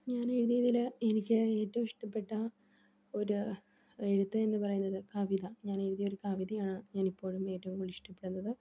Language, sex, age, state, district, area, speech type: Malayalam, female, 18-30, Kerala, Palakkad, rural, spontaneous